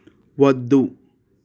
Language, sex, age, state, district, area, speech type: Telugu, male, 18-30, Telangana, Hyderabad, urban, read